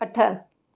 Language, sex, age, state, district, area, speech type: Sindhi, female, 30-45, Maharashtra, Thane, urban, read